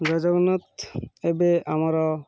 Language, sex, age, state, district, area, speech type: Odia, male, 18-30, Odisha, Malkangiri, urban, spontaneous